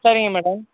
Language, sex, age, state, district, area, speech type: Tamil, male, 18-30, Tamil Nadu, Tiruvallur, rural, conversation